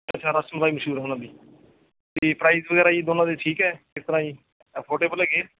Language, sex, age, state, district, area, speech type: Punjabi, male, 30-45, Punjab, Mansa, urban, conversation